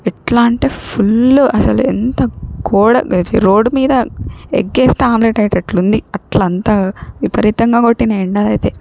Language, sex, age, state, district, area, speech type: Telugu, female, 18-30, Telangana, Siddipet, rural, spontaneous